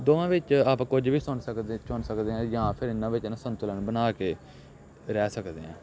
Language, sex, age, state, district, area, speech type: Punjabi, male, 18-30, Punjab, Gurdaspur, rural, spontaneous